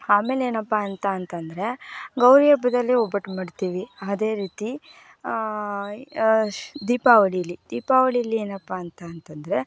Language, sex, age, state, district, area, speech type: Kannada, female, 18-30, Karnataka, Mysore, rural, spontaneous